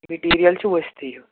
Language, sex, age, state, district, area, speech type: Kashmiri, male, 18-30, Jammu and Kashmir, Pulwama, urban, conversation